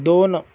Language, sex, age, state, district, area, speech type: Marathi, male, 45-60, Maharashtra, Akola, rural, read